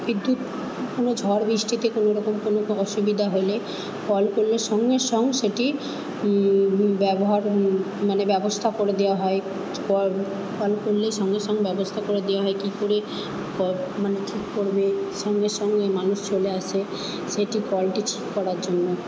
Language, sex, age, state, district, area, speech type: Bengali, female, 30-45, West Bengal, Purba Bardhaman, urban, spontaneous